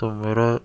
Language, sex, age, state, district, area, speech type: Urdu, male, 18-30, Delhi, Central Delhi, urban, spontaneous